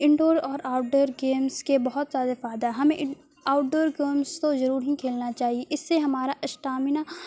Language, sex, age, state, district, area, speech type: Urdu, female, 30-45, Bihar, Supaul, urban, spontaneous